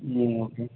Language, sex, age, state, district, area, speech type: Tamil, male, 18-30, Tamil Nadu, Namakkal, rural, conversation